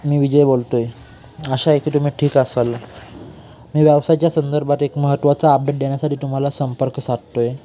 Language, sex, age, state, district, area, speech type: Marathi, male, 18-30, Maharashtra, Nashik, urban, spontaneous